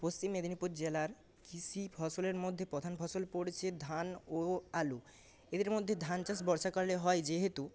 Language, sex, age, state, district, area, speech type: Bengali, male, 30-45, West Bengal, Paschim Medinipur, rural, spontaneous